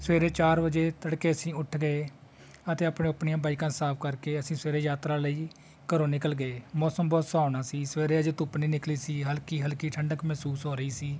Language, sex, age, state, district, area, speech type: Punjabi, male, 30-45, Punjab, Tarn Taran, urban, spontaneous